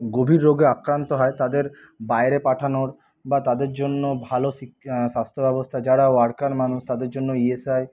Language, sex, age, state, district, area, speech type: Bengali, male, 45-60, West Bengal, Paschim Bardhaman, rural, spontaneous